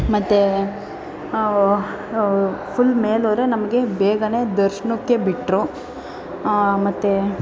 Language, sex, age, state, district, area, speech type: Kannada, female, 18-30, Karnataka, Tumkur, urban, spontaneous